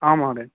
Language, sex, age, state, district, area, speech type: Sanskrit, male, 18-30, Telangana, Hyderabad, urban, conversation